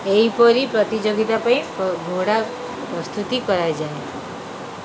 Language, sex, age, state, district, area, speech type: Odia, female, 45-60, Odisha, Sundergarh, urban, spontaneous